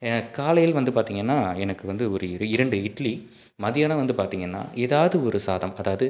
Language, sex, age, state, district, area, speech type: Tamil, male, 18-30, Tamil Nadu, Salem, rural, spontaneous